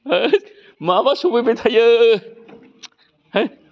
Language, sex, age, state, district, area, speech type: Bodo, male, 60+, Assam, Udalguri, urban, spontaneous